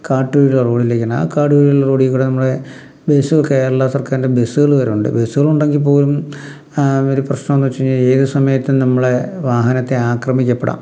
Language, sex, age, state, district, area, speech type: Malayalam, male, 45-60, Kerala, Palakkad, rural, spontaneous